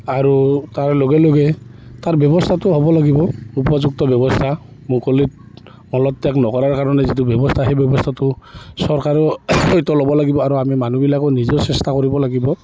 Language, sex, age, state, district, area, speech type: Assamese, male, 45-60, Assam, Barpeta, rural, spontaneous